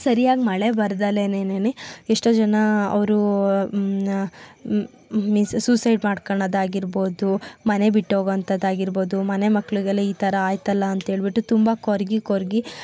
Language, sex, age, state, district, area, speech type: Kannada, female, 30-45, Karnataka, Tumkur, rural, spontaneous